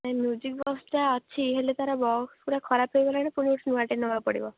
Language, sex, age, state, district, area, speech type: Odia, female, 18-30, Odisha, Jagatsinghpur, rural, conversation